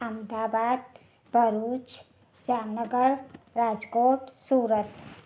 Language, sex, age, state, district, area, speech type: Sindhi, female, 45-60, Gujarat, Ahmedabad, rural, spontaneous